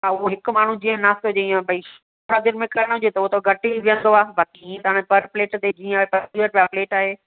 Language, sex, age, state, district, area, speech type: Sindhi, female, 45-60, Maharashtra, Thane, urban, conversation